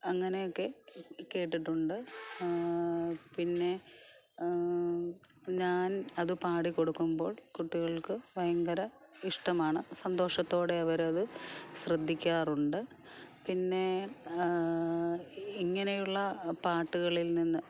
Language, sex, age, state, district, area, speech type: Malayalam, female, 45-60, Kerala, Alappuzha, rural, spontaneous